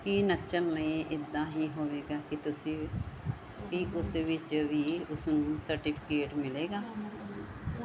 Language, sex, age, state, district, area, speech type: Punjabi, female, 45-60, Punjab, Gurdaspur, urban, read